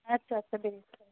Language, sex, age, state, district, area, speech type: Kashmiri, female, 30-45, Jammu and Kashmir, Bandipora, rural, conversation